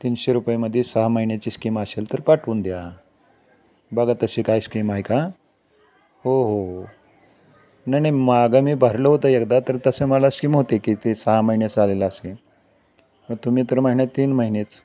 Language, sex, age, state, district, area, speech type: Marathi, male, 60+, Maharashtra, Satara, rural, spontaneous